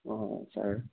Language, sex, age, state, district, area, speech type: Assamese, male, 18-30, Assam, Sonitpur, rural, conversation